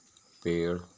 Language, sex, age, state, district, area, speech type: Hindi, male, 60+, Madhya Pradesh, Seoni, urban, read